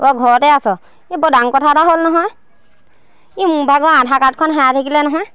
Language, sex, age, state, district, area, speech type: Assamese, female, 30-45, Assam, Lakhimpur, rural, spontaneous